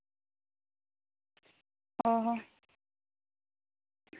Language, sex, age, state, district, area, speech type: Santali, female, 18-30, Jharkhand, Seraikela Kharsawan, rural, conversation